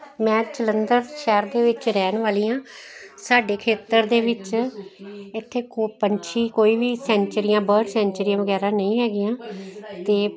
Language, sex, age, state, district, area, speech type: Punjabi, female, 60+, Punjab, Jalandhar, urban, spontaneous